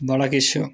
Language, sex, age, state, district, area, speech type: Dogri, male, 30-45, Jammu and Kashmir, Udhampur, rural, spontaneous